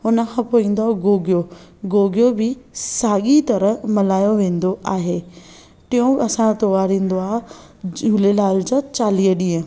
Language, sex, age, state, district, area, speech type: Sindhi, female, 18-30, Maharashtra, Thane, urban, spontaneous